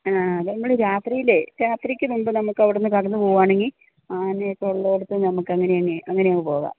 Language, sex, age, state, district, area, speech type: Malayalam, female, 45-60, Kerala, Idukki, rural, conversation